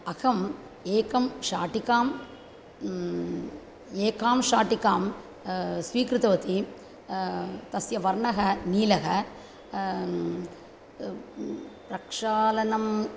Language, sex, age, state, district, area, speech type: Sanskrit, female, 60+, Tamil Nadu, Chennai, urban, spontaneous